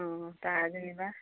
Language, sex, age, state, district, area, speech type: Assamese, female, 45-60, Assam, Majuli, urban, conversation